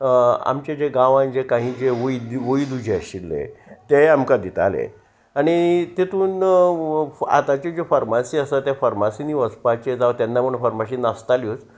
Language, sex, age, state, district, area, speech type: Goan Konkani, male, 60+, Goa, Salcete, rural, spontaneous